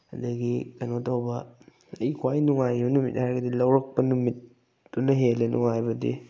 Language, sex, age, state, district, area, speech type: Manipuri, male, 18-30, Manipur, Bishnupur, rural, spontaneous